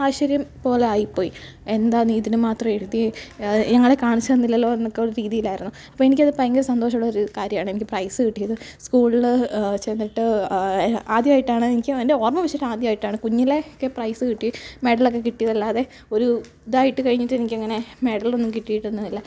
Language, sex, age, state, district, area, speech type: Malayalam, female, 18-30, Kerala, Alappuzha, rural, spontaneous